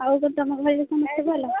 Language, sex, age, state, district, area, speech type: Odia, female, 30-45, Odisha, Sambalpur, rural, conversation